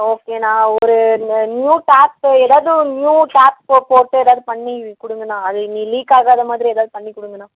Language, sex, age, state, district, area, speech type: Tamil, female, 18-30, Tamil Nadu, Nilgiris, urban, conversation